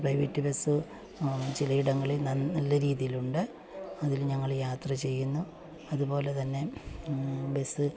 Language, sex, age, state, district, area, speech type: Malayalam, female, 45-60, Kerala, Alappuzha, rural, spontaneous